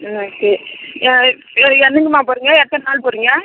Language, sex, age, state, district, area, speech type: Tamil, female, 18-30, Tamil Nadu, Cuddalore, rural, conversation